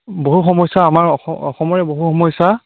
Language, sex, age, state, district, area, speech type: Assamese, male, 18-30, Assam, Charaideo, rural, conversation